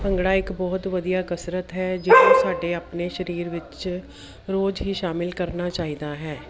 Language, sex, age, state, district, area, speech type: Punjabi, female, 30-45, Punjab, Jalandhar, urban, spontaneous